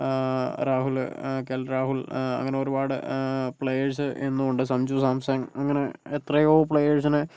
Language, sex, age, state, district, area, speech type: Malayalam, male, 30-45, Kerala, Kozhikode, urban, spontaneous